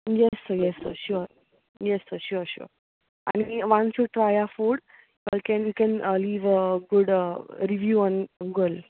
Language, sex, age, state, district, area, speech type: Goan Konkani, female, 18-30, Goa, Bardez, urban, conversation